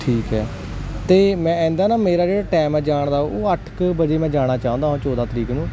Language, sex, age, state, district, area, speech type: Punjabi, male, 18-30, Punjab, Hoshiarpur, rural, spontaneous